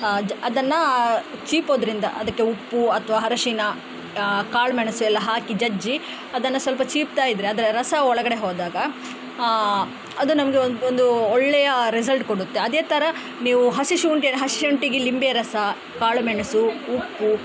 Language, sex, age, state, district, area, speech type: Kannada, female, 30-45, Karnataka, Udupi, rural, spontaneous